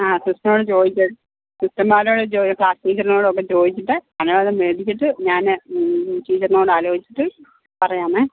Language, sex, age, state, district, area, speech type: Malayalam, female, 45-60, Kerala, Pathanamthitta, rural, conversation